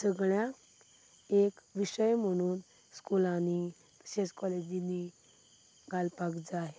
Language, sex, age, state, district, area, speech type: Goan Konkani, female, 18-30, Goa, Quepem, rural, spontaneous